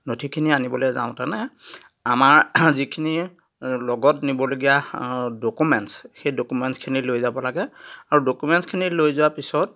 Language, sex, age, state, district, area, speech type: Assamese, male, 45-60, Assam, Dhemaji, rural, spontaneous